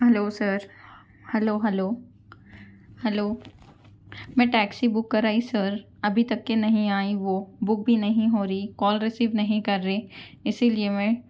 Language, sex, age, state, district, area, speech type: Urdu, female, 30-45, Telangana, Hyderabad, urban, spontaneous